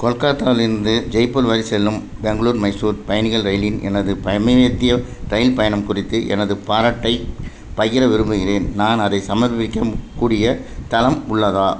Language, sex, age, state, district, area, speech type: Tamil, male, 45-60, Tamil Nadu, Thanjavur, urban, read